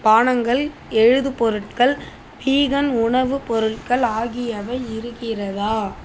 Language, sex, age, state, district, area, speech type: Tamil, female, 30-45, Tamil Nadu, Mayiladuthurai, urban, read